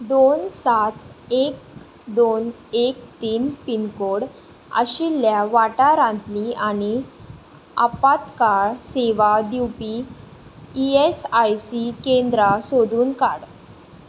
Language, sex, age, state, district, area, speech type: Goan Konkani, female, 18-30, Goa, Tiswadi, rural, read